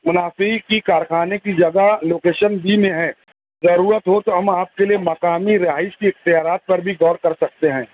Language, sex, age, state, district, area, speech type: Urdu, male, 45-60, Maharashtra, Nashik, urban, conversation